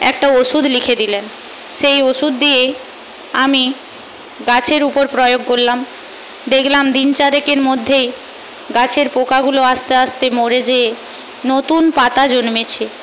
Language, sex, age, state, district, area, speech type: Bengali, female, 45-60, West Bengal, Paschim Medinipur, rural, spontaneous